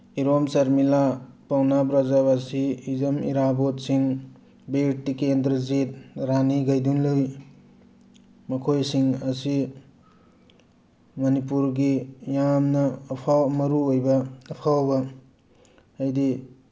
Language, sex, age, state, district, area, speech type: Manipuri, male, 45-60, Manipur, Tengnoupal, urban, spontaneous